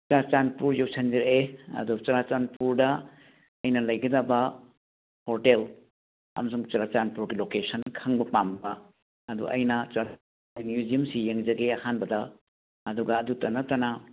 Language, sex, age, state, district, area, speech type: Manipuri, male, 60+, Manipur, Churachandpur, urban, conversation